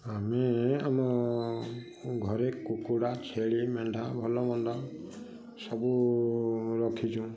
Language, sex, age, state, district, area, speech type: Odia, male, 45-60, Odisha, Kendujhar, urban, spontaneous